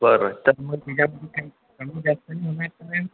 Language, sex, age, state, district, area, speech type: Marathi, male, 18-30, Maharashtra, Akola, rural, conversation